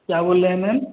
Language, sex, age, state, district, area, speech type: Hindi, male, 30-45, Uttar Pradesh, Varanasi, urban, conversation